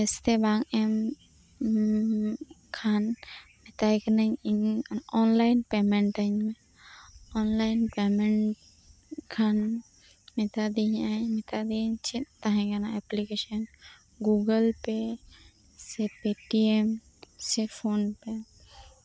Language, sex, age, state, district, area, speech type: Santali, female, 18-30, West Bengal, Birbhum, rural, spontaneous